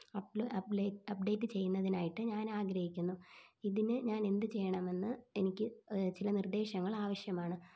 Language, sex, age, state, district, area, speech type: Malayalam, female, 18-30, Kerala, Thiruvananthapuram, rural, spontaneous